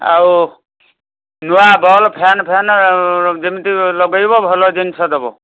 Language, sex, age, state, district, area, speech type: Odia, male, 60+, Odisha, Kendujhar, urban, conversation